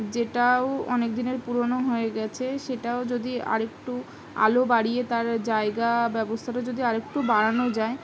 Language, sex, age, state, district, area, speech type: Bengali, female, 18-30, West Bengal, Howrah, urban, spontaneous